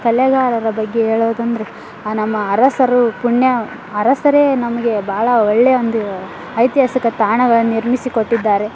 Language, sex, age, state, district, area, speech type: Kannada, female, 18-30, Karnataka, Koppal, rural, spontaneous